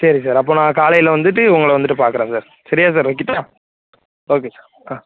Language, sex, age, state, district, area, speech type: Tamil, male, 18-30, Tamil Nadu, Thoothukudi, rural, conversation